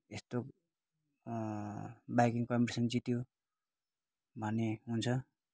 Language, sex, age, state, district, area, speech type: Nepali, male, 30-45, West Bengal, Kalimpong, rural, spontaneous